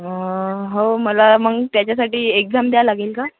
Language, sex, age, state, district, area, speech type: Marathi, male, 18-30, Maharashtra, Wardha, rural, conversation